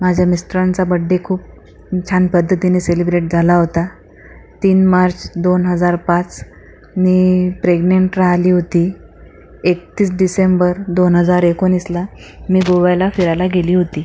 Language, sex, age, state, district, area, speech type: Marathi, female, 45-60, Maharashtra, Akola, urban, spontaneous